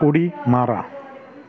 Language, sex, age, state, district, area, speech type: Marathi, male, 30-45, Maharashtra, Thane, urban, read